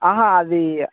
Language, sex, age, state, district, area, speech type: Telugu, male, 18-30, Telangana, Mancherial, rural, conversation